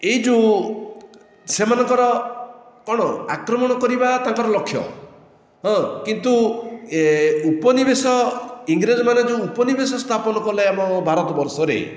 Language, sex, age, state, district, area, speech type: Odia, male, 60+, Odisha, Khordha, rural, spontaneous